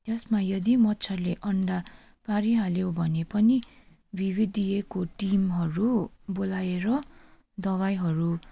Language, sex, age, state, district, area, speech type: Nepali, female, 45-60, West Bengal, Darjeeling, rural, spontaneous